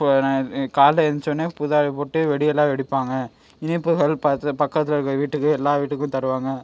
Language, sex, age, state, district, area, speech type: Tamil, male, 18-30, Tamil Nadu, Tiruchirappalli, rural, spontaneous